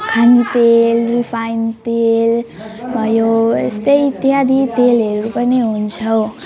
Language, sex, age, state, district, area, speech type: Nepali, female, 18-30, West Bengal, Alipurduar, urban, spontaneous